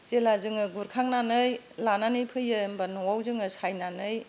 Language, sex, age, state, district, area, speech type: Bodo, female, 60+, Assam, Kokrajhar, rural, spontaneous